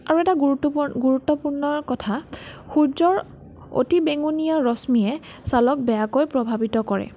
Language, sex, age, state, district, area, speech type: Assamese, female, 18-30, Assam, Nagaon, rural, spontaneous